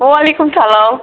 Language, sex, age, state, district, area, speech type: Kashmiri, female, 18-30, Jammu and Kashmir, Ganderbal, rural, conversation